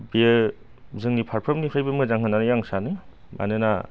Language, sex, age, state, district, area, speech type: Bodo, male, 45-60, Assam, Kokrajhar, rural, spontaneous